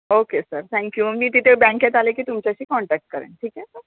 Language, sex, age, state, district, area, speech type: Marathi, female, 30-45, Maharashtra, Kolhapur, urban, conversation